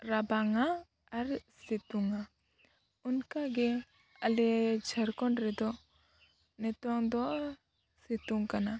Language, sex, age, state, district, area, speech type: Santali, female, 18-30, Jharkhand, Seraikela Kharsawan, rural, spontaneous